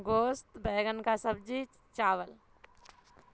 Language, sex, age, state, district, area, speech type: Urdu, female, 45-60, Bihar, Supaul, rural, spontaneous